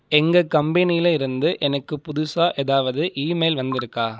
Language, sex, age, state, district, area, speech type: Tamil, male, 30-45, Tamil Nadu, Ariyalur, rural, read